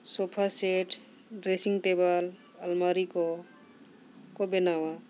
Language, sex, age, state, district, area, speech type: Santali, female, 45-60, Jharkhand, Bokaro, rural, spontaneous